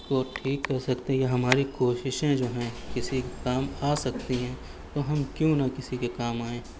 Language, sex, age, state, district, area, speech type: Urdu, male, 18-30, Uttar Pradesh, Shahjahanpur, urban, spontaneous